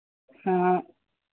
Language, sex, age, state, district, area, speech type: Hindi, female, 60+, Uttar Pradesh, Hardoi, rural, conversation